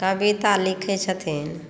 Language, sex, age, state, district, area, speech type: Maithili, female, 60+, Bihar, Madhubani, rural, spontaneous